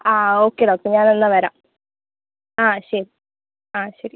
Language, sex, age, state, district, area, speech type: Malayalam, female, 18-30, Kerala, Wayanad, rural, conversation